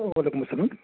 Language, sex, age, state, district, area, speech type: Kashmiri, male, 30-45, Jammu and Kashmir, Bandipora, rural, conversation